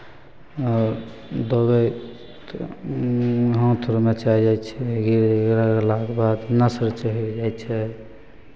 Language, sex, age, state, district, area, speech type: Maithili, male, 18-30, Bihar, Begusarai, rural, spontaneous